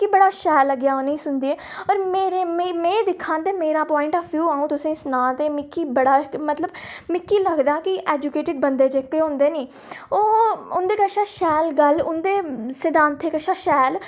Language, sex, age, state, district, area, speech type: Dogri, female, 18-30, Jammu and Kashmir, Reasi, rural, spontaneous